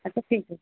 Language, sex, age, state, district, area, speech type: Odia, female, 45-60, Odisha, Cuttack, urban, conversation